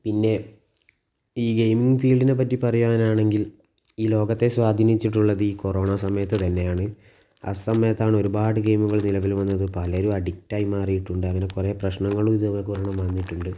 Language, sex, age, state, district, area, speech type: Malayalam, male, 18-30, Kerala, Kozhikode, urban, spontaneous